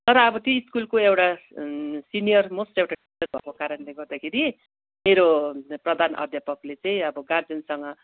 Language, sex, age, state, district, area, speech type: Nepali, female, 45-60, West Bengal, Darjeeling, rural, conversation